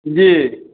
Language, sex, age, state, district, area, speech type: Maithili, male, 45-60, Bihar, Saharsa, urban, conversation